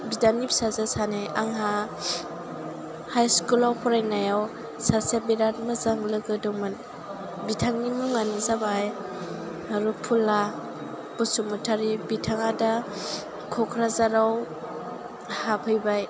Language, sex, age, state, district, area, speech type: Bodo, female, 18-30, Assam, Chirang, rural, spontaneous